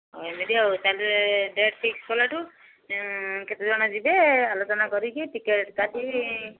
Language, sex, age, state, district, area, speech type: Odia, female, 60+, Odisha, Jharsuguda, rural, conversation